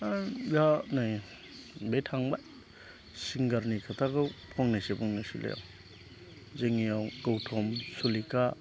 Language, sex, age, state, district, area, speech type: Bodo, male, 30-45, Assam, Chirang, rural, spontaneous